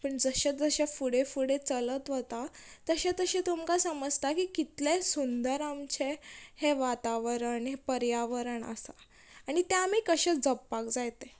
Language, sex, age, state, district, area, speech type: Goan Konkani, female, 18-30, Goa, Ponda, rural, spontaneous